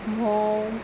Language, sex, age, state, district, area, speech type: Goan Konkani, female, 18-30, Goa, Murmgao, urban, spontaneous